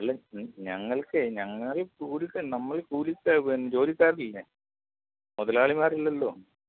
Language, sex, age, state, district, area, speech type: Malayalam, male, 45-60, Kerala, Kollam, rural, conversation